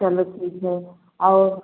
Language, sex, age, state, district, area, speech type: Hindi, female, 45-60, Uttar Pradesh, Jaunpur, rural, conversation